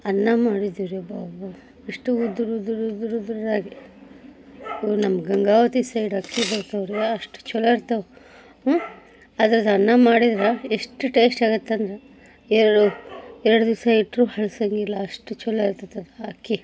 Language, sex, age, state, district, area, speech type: Kannada, female, 45-60, Karnataka, Koppal, rural, spontaneous